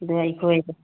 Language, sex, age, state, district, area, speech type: Manipuri, female, 45-60, Manipur, Imphal East, rural, conversation